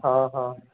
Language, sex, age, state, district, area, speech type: Odia, male, 45-60, Odisha, Sambalpur, rural, conversation